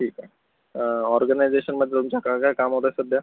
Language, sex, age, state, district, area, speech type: Marathi, male, 60+, Maharashtra, Akola, rural, conversation